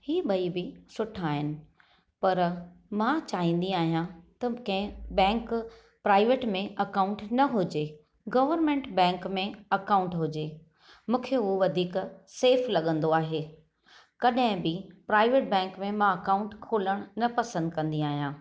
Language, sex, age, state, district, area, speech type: Sindhi, female, 45-60, Maharashtra, Thane, urban, spontaneous